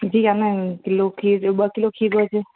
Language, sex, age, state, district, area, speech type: Sindhi, female, 30-45, Rajasthan, Ajmer, urban, conversation